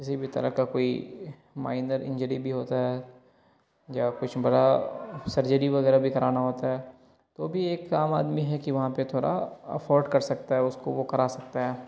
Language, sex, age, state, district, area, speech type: Urdu, male, 18-30, Bihar, Darbhanga, urban, spontaneous